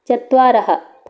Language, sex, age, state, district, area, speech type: Sanskrit, female, 45-60, Karnataka, Dakshina Kannada, rural, read